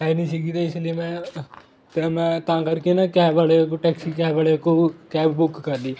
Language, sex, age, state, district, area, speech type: Punjabi, male, 18-30, Punjab, Fatehgarh Sahib, rural, spontaneous